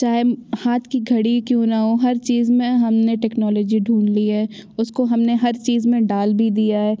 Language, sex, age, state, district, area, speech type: Hindi, female, 30-45, Madhya Pradesh, Jabalpur, urban, spontaneous